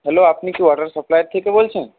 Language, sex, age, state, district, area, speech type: Bengali, male, 30-45, West Bengal, Purulia, urban, conversation